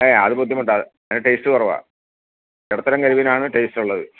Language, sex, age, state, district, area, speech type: Malayalam, male, 60+, Kerala, Alappuzha, rural, conversation